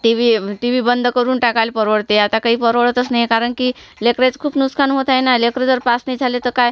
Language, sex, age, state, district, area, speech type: Marathi, female, 45-60, Maharashtra, Washim, rural, spontaneous